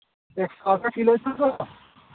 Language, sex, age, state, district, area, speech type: Santali, male, 30-45, Jharkhand, Seraikela Kharsawan, rural, conversation